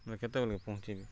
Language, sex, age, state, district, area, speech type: Odia, male, 30-45, Odisha, Subarnapur, urban, spontaneous